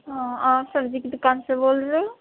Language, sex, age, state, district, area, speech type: Urdu, female, 18-30, Uttar Pradesh, Gautam Buddha Nagar, urban, conversation